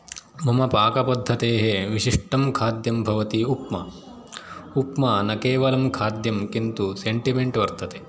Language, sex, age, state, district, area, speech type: Sanskrit, male, 18-30, Karnataka, Uttara Kannada, rural, spontaneous